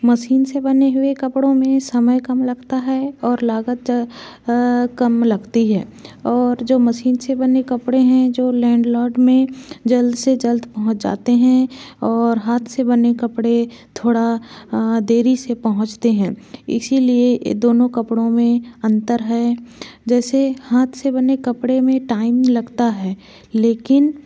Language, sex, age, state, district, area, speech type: Hindi, female, 30-45, Madhya Pradesh, Bhopal, urban, spontaneous